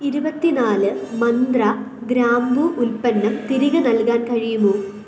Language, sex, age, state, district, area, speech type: Malayalam, female, 18-30, Kerala, Pathanamthitta, urban, read